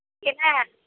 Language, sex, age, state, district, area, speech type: Maithili, female, 18-30, Bihar, Sitamarhi, rural, conversation